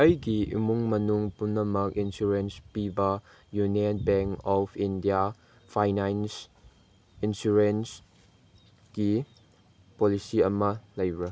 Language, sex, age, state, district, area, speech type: Manipuri, male, 18-30, Manipur, Chandel, rural, read